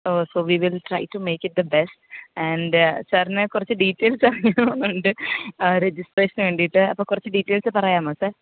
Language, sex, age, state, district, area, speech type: Malayalam, female, 30-45, Kerala, Alappuzha, rural, conversation